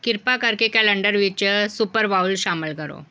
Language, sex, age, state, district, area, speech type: Punjabi, female, 45-60, Punjab, Pathankot, urban, read